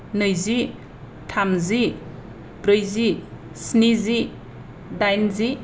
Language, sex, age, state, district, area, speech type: Bodo, female, 45-60, Assam, Kokrajhar, rural, spontaneous